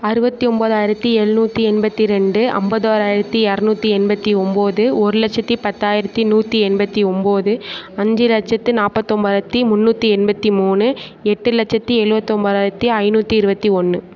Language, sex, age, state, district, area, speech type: Tamil, female, 18-30, Tamil Nadu, Mayiladuthurai, rural, spontaneous